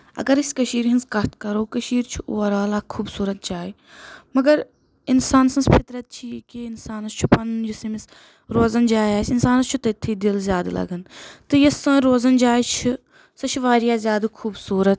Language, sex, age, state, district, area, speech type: Kashmiri, female, 18-30, Jammu and Kashmir, Anantnag, rural, spontaneous